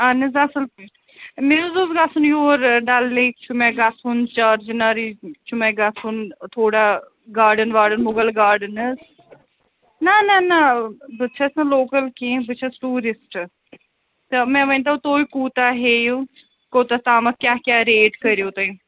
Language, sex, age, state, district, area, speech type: Kashmiri, female, 60+, Jammu and Kashmir, Srinagar, urban, conversation